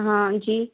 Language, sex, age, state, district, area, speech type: Hindi, female, 45-60, Rajasthan, Karauli, rural, conversation